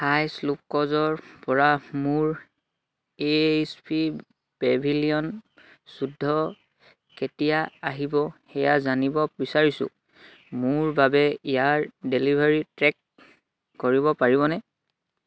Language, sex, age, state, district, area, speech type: Assamese, male, 18-30, Assam, Sivasagar, rural, read